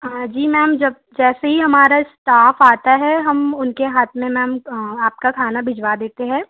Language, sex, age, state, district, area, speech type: Hindi, female, 30-45, Madhya Pradesh, Betul, rural, conversation